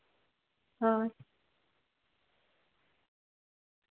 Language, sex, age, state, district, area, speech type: Santali, female, 18-30, Jharkhand, Seraikela Kharsawan, rural, conversation